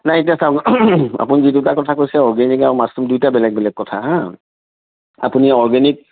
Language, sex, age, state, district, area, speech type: Assamese, male, 60+, Assam, Sonitpur, urban, conversation